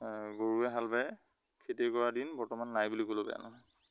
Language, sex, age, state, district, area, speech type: Assamese, male, 30-45, Assam, Lakhimpur, rural, spontaneous